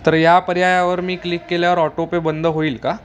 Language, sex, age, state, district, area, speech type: Marathi, male, 18-30, Maharashtra, Mumbai Suburban, urban, spontaneous